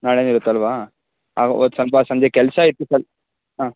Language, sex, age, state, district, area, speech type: Kannada, male, 18-30, Karnataka, Tumkur, urban, conversation